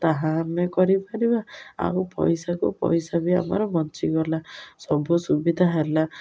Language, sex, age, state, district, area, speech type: Odia, female, 60+, Odisha, Ganjam, urban, spontaneous